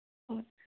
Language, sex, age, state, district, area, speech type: Manipuri, female, 30-45, Manipur, Imphal East, rural, conversation